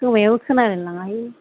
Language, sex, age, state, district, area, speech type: Bodo, female, 45-60, Assam, Kokrajhar, rural, conversation